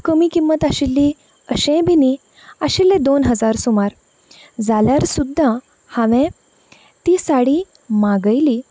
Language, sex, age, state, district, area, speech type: Goan Konkani, female, 18-30, Goa, Canacona, urban, spontaneous